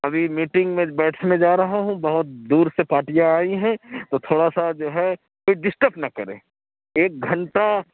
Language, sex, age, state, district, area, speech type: Urdu, male, 60+, Uttar Pradesh, Lucknow, urban, conversation